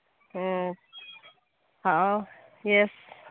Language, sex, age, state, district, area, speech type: Manipuri, female, 45-60, Manipur, Churachandpur, urban, conversation